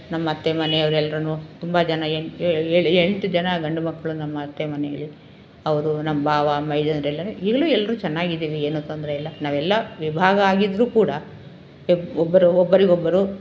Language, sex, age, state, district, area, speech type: Kannada, female, 60+, Karnataka, Chamarajanagar, urban, spontaneous